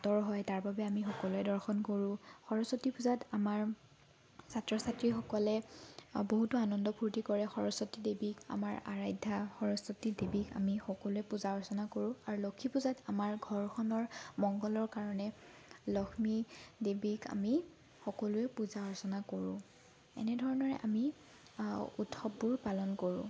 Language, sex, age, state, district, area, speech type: Assamese, female, 18-30, Assam, Sonitpur, rural, spontaneous